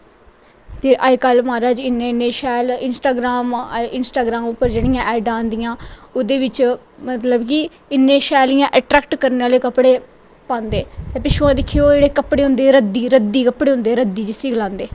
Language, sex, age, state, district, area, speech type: Dogri, female, 18-30, Jammu and Kashmir, Kathua, rural, spontaneous